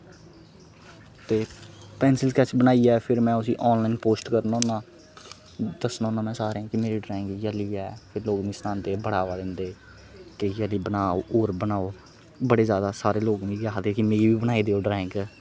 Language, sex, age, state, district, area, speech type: Dogri, male, 18-30, Jammu and Kashmir, Kathua, rural, spontaneous